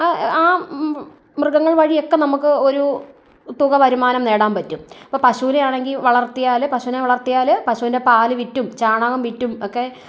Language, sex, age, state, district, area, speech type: Malayalam, female, 30-45, Kerala, Kottayam, rural, spontaneous